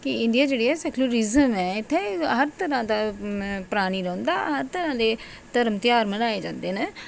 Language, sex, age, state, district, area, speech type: Dogri, female, 45-60, Jammu and Kashmir, Jammu, urban, spontaneous